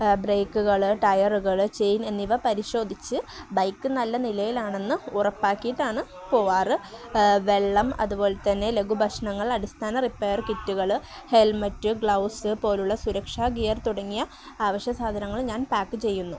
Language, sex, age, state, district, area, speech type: Malayalam, female, 18-30, Kerala, Kozhikode, rural, spontaneous